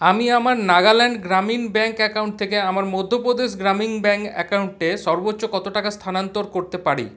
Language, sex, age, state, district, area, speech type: Bengali, male, 45-60, West Bengal, Paschim Bardhaman, urban, read